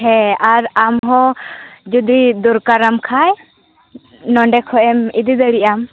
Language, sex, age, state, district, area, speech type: Santali, female, 18-30, West Bengal, Purba Bardhaman, rural, conversation